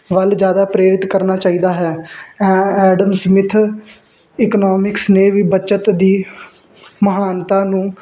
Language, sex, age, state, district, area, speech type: Punjabi, male, 18-30, Punjab, Muktsar, urban, spontaneous